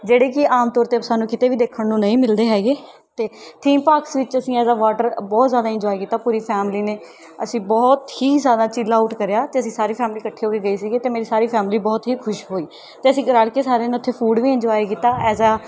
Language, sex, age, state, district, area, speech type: Punjabi, female, 18-30, Punjab, Mohali, rural, spontaneous